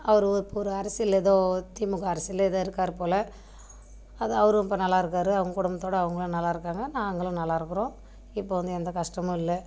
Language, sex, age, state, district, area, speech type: Tamil, female, 30-45, Tamil Nadu, Kallakurichi, rural, spontaneous